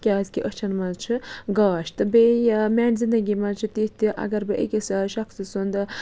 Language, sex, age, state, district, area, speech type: Kashmiri, female, 30-45, Jammu and Kashmir, Budgam, rural, spontaneous